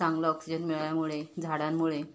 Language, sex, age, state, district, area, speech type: Marathi, female, 30-45, Maharashtra, Ratnagiri, rural, spontaneous